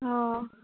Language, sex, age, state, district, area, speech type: Assamese, female, 18-30, Assam, Udalguri, rural, conversation